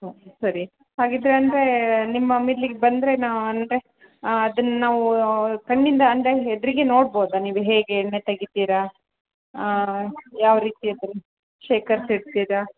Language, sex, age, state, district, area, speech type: Kannada, female, 30-45, Karnataka, Shimoga, rural, conversation